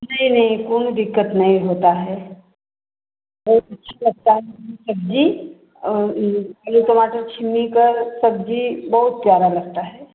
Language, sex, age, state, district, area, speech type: Hindi, female, 60+, Uttar Pradesh, Varanasi, rural, conversation